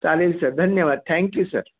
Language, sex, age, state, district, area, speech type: Marathi, male, 60+, Maharashtra, Sangli, urban, conversation